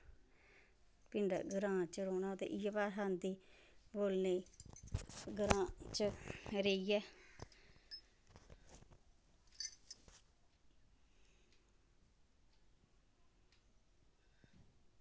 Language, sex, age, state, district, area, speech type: Dogri, female, 30-45, Jammu and Kashmir, Samba, rural, spontaneous